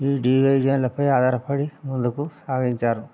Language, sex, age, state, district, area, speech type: Telugu, male, 60+, Telangana, Hanamkonda, rural, spontaneous